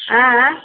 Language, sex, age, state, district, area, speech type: Odia, female, 60+, Odisha, Gajapati, rural, conversation